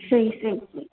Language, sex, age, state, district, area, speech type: Hindi, female, 45-60, Rajasthan, Jodhpur, urban, conversation